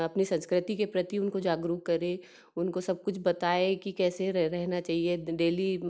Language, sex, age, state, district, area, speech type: Hindi, female, 45-60, Madhya Pradesh, Betul, urban, spontaneous